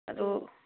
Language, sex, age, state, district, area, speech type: Manipuri, female, 18-30, Manipur, Senapati, rural, conversation